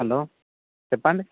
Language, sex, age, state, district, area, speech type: Telugu, male, 18-30, Telangana, Jangaon, urban, conversation